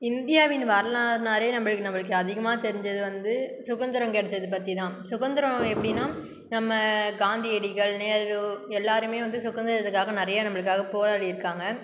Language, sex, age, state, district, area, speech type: Tamil, female, 30-45, Tamil Nadu, Cuddalore, rural, spontaneous